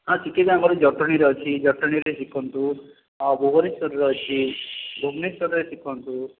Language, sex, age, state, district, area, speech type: Odia, male, 60+, Odisha, Khordha, rural, conversation